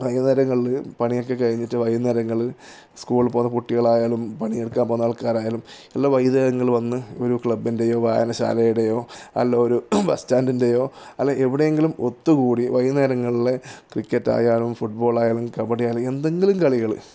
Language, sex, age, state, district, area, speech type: Malayalam, male, 30-45, Kerala, Kasaragod, rural, spontaneous